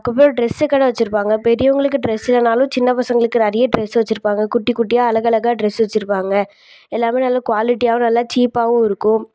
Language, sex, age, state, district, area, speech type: Tamil, female, 18-30, Tamil Nadu, Thoothukudi, urban, spontaneous